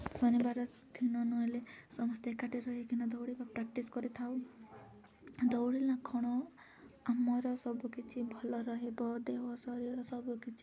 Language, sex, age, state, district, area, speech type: Odia, female, 18-30, Odisha, Nabarangpur, urban, spontaneous